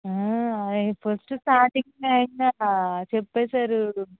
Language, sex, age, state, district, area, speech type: Telugu, female, 18-30, Andhra Pradesh, East Godavari, rural, conversation